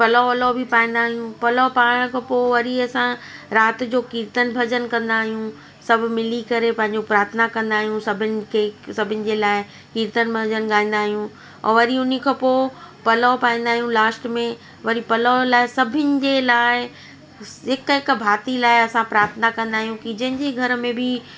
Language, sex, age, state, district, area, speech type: Sindhi, female, 45-60, Delhi, South Delhi, urban, spontaneous